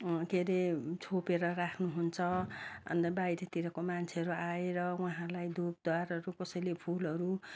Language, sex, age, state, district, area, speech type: Nepali, female, 60+, West Bengal, Darjeeling, rural, spontaneous